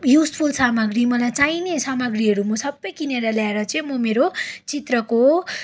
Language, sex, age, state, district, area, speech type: Nepali, female, 18-30, West Bengal, Darjeeling, rural, spontaneous